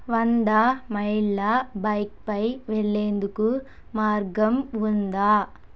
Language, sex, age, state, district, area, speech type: Telugu, male, 45-60, Andhra Pradesh, West Godavari, rural, read